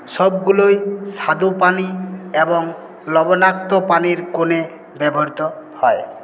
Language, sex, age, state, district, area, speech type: Bengali, male, 60+, West Bengal, Purulia, rural, spontaneous